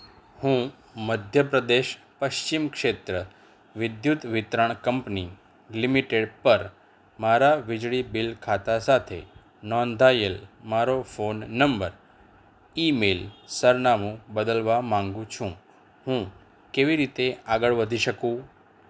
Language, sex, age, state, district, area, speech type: Gujarati, male, 45-60, Gujarat, Anand, urban, read